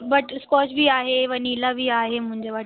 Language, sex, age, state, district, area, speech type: Sindhi, female, 18-30, Delhi, South Delhi, urban, conversation